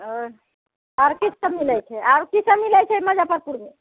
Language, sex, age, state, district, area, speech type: Maithili, female, 45-60, Bihar, Muzaffarpur, rural, conversation